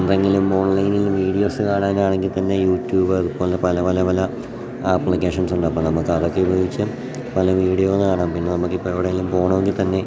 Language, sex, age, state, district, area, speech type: Malayalam, male, 18-30, Kerala, Idukki, rural, spontaneous